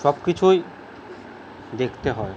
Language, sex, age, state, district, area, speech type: Bengali, male, 45-60, West Bengal, Paschim Bardhaman, urban, spontaneous